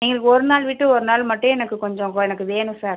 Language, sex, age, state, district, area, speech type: Tamil, female, 30-45, Tamil Nadu, Pudukkottai, rural, conversation